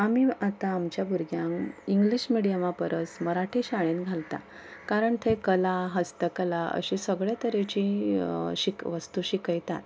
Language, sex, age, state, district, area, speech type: Goan Konkani, female, 30-45, Goa, Ponda, rural, spontaneous